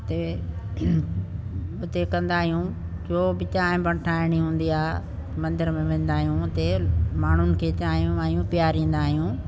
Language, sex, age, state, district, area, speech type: Sindhi, female, 60+, Delhi, South Delhi, rural, spontaneous